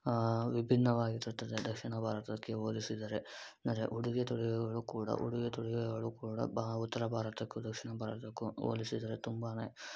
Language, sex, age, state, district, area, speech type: Kannada, male, 18-30, Karnataka, Davanagere, urban, spontaneous